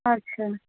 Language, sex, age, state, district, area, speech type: Bengali, female, 18-30, West Bengal, Darjeeling, rural, conversation